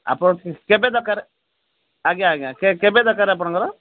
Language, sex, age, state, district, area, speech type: Odia, male, 30-45, Odisha, Kendrapara, urban, conversation